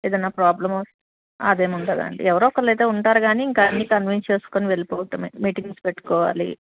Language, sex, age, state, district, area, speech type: Telugu, female, 30-45, Telangana, Medchal, urban, conversation